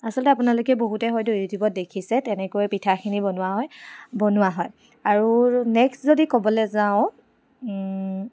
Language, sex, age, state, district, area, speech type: Assamese, female, 30-45, Assam, Charaideo, urban, spontaneous